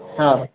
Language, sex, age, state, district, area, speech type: Kannada, male, 18-30, Karnataka, Gulbarga, urban, conversation